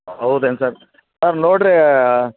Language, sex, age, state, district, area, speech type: Kannada, male, 45-60, Karnataka, Bellary, rural, conversation